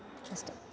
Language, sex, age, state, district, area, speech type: Kannada, female, 18-30, Karnataka, Dakshina Kannada, rural, spontaneous